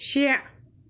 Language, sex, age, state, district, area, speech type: Kashmiri, female, 18-30, Jammu and Kashmir, Baramulla, rural, read